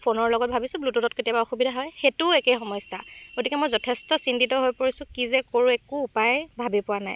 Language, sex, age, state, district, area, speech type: Assamese, female, 18-30, Assam, Dibrugarh, rural, spontaneous